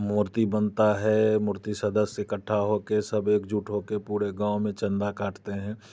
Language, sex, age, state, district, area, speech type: Hindi, male, 45-60, Bihar, Muzaffarpur, rural, spontaneous